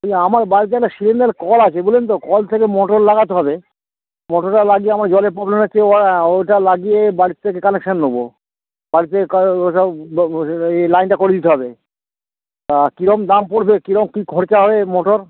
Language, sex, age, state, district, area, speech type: Bengali, male, 60+, West Bengal, Howrah, urban, conversation